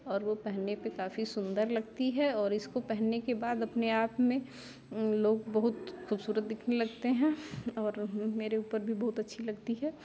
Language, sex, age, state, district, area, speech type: Hindi, female, 18-30, Uttar Pradesh, Chandauli, rural, spontaneous